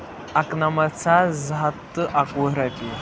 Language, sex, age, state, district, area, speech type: Kashmiri, male, 18-30, Jammu and Kashmir, Pulwama, urban, spontaneous